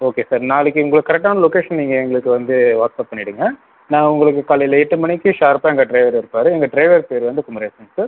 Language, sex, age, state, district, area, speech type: Tamil, male, 18-30, Tamil Nadu, Sivaganga, rural, conversation